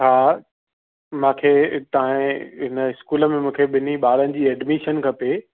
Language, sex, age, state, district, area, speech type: Sindhi, male, 30-45, Maharashtra, Thane, urban, conversation